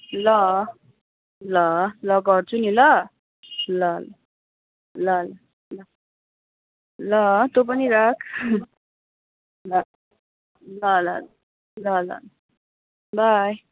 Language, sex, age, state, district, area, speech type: Nepali, female, 18-30, West Bengal, Kalimpong, rural, conversation